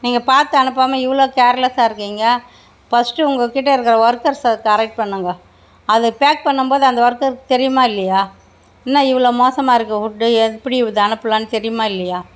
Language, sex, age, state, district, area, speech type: Tamil, female, 60+, Tamil Nadu, Mayiladuthurai, rural, spontaneous